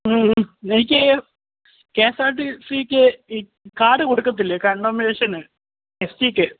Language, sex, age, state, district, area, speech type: Malayalam, male, 18-30, Kerala, Idukki, rural, conversation